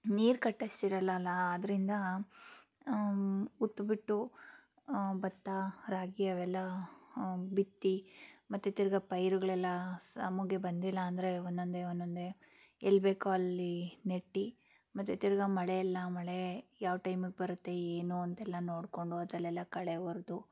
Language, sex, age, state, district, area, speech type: Kannada, female, 18-30, Karnataka, Chikkaballapur, rural, spontaneous